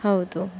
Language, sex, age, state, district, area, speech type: Kannada, female, 18-30, Karnataka, Dakshina Kannada, rural, spontaneous